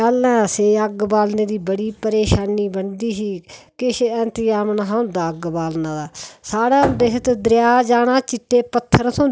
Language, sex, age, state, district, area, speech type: Dogri, female, 60+, Jammu and Kashmir, Udhampur, rural, spontaneous